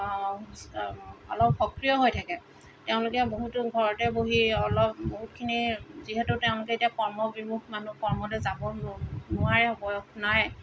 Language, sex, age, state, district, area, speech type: Assamese, female, 45-60, Assam, Tinsukia, rural, spontaneous